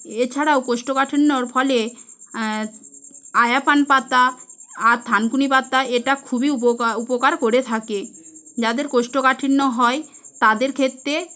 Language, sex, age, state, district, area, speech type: Bengali, female, 18-30, West Bengal, Paschim Medinipur, rural, spontaneous